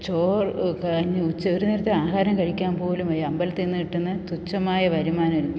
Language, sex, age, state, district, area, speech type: Malayalam, female, 45-60, Kerala, Thiruvananthapuram, urban, spontaneous